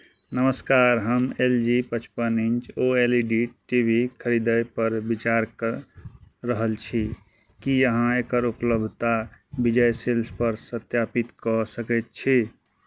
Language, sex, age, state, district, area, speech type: Maithili, male, 45-60, Bihar, Araria, rural, read